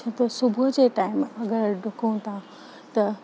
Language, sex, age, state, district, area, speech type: Sindhi, female, 30-45, Gujarat, Kutch, rural, spontaneous